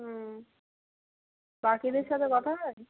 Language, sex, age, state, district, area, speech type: Bengali, female, 18-30, West Bengal, Purba Medinipur, rural, conversation